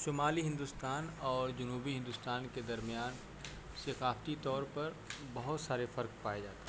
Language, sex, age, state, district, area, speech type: Urdu, male, 30-45, Uttar Pradesh, Azamgarh, rural, spontaneous